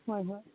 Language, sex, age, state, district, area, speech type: Manipuri, female, 45-60, Manipur, Kangpokpi, urban, conversation